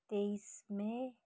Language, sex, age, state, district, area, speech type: Nepali, female, 45-60, West Bengal, Kalimpong, rural, spontaneous